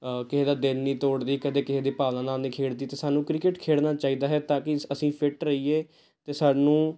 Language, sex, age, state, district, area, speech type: Punjabi, male, 18-30, Punjab, Gurdaspur, urban, spontaneous